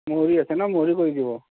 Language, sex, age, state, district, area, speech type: Assamese, male, 30-45, Assam, Kamrup Metropolitan, urban, conversation